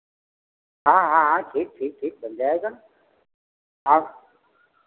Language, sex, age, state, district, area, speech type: Hindi, male, 60+, Uttar Pradesh, Lucknow, urban, conversation